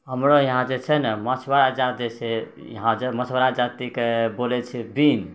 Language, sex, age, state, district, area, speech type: Maithili, male, 60+, Bihar, Purnia, urban, spontaneous